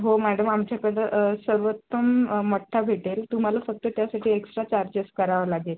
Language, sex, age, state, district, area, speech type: Marathi, female, 18-30, Maharashtra, Aurangabad, rural, conversation